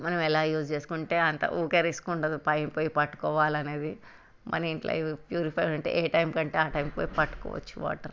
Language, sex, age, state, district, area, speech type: Telugu, female, 30-45, Telangana, Hyderabad, urban, spontaneous